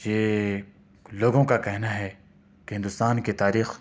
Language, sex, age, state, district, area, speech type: Urdu, male, 45-60, Delhi, Central Delhi, urban, spontaneous